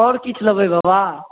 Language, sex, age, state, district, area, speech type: Maithili, male, 18-30, Bihar, Darbhanga, rural, conversation